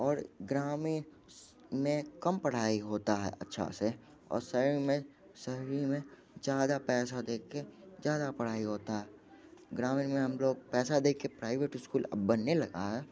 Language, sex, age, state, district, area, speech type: Hindi, male, 18-30, Bihar, Muzaffarpur, rural, spontaneous